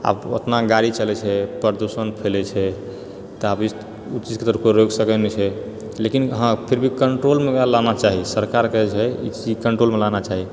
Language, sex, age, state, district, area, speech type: Maithili, male, 30-45, Bihar, Purnia, rural, spontaneous